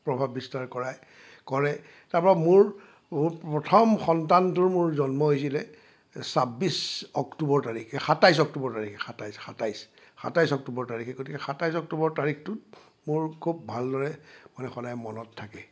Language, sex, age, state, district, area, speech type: Assamese, male, 45-60, Assam, Sonitpur, urban, spontaneous